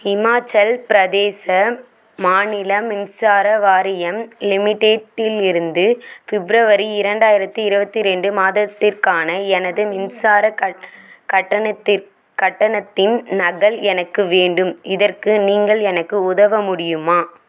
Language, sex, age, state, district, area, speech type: Tamil, female, 18-30, Tamil Nadu, Vellore, urban, read